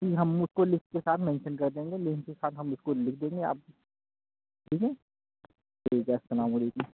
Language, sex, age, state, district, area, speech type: Urdu, male, 45-60, Uttar Pradesh, Aligarh, rural, conversation